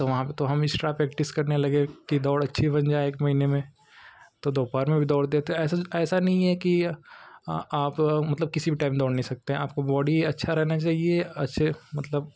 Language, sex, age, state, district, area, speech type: Hindi, male, 18-30, Uttar Pradesh, Ghazipur, rural, spontaneous